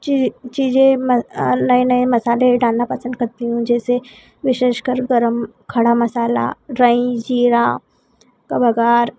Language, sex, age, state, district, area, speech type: Hindi, female, 30-45, Madhya Pradesh, Ujjain, urban, spontaneous